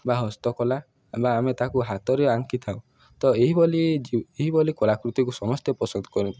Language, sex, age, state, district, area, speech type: Odia, male, 18-30, Odisha, Nuapada, urban, spontaneous